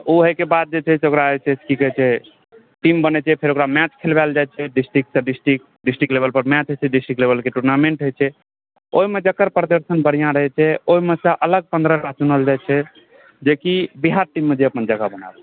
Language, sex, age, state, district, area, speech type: Maithili, male, 18-30, Bihar, Supaul, urban, conversation